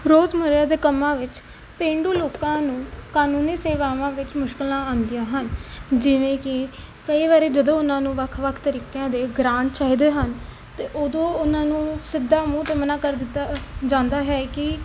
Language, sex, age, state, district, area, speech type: Punjabi, female, 18-30, Punjab, Kapurthala, urban, spontaneous